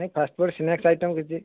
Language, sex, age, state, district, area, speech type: Odia, male, 30-45, Odisha, Balasore, rural, conversation